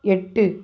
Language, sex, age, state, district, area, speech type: Tamil, female, 45-60, Tamil Nadu, Pudukkottai, rural, read